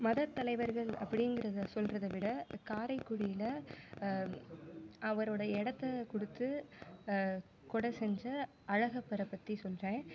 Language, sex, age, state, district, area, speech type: Tamil, female, 18-30, Tamil Nadu, Sivaganga, rural, spontaneous